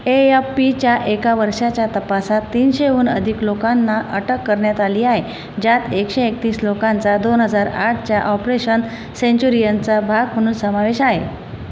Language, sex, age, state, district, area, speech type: Marathi, female, 45-60, Maharashtra, Buldhana, rural, read